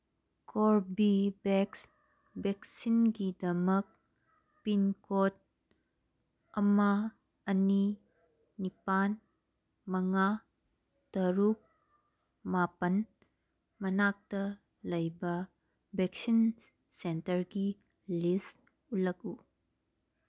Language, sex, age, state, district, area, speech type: Manipuri, female, 30-45, Manipur, Kangpokpi, urban, read